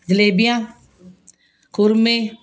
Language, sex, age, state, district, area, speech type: Punjabi, female, 60+, Punjab, Fazilka, rural, spontaneous